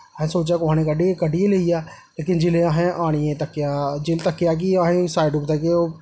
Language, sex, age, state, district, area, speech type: Dogri, male, 30-45, Jammu and Kashmir, Jammu, rural, spontaneous